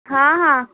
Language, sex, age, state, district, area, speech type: Sindhi, female, 18-30, Maharashtra, Mumbai Suburban, urban, conversation